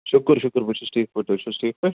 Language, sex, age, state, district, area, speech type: Kashmiri, male, 18-30, Jammu and Kashmir, Anantnag, urban, conversation